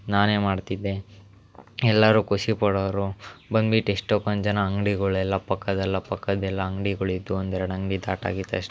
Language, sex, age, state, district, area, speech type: Kannada, male, 18-30, Karnataka, Chitradurga, rural, spontaneous